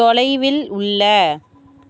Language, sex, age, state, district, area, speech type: Tamil, female, 60+, Tamil Nadu, Mayiladuthurai, rural, read